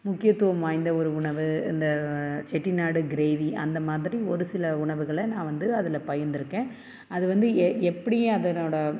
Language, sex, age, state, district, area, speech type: Tamil, female, 30-45, Tamil Nadu, Tiruppur, urban, spontaneous